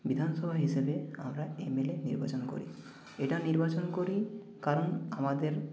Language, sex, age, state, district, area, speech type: Bengali, male, 30-45, West Bengal, Nadia, rural, spontaneous